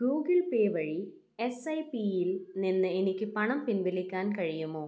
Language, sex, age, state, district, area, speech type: Malayalam, female, 18-30, Kerala, Kannur, rural, read